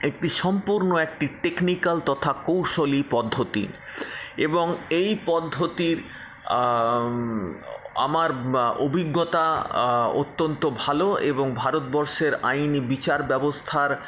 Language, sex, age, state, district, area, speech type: Bengali, male, 45-60, West Bengal, Paschim Bardhaman, urban, spontaneous